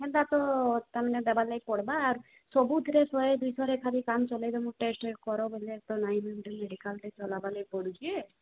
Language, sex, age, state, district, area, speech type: Odia, female, 45-60, Odisha, Sambalpur, rural, conversation